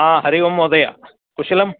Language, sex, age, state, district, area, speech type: Sanskrit, male, 60+, Karnataka, Vijayapura, urban, conversation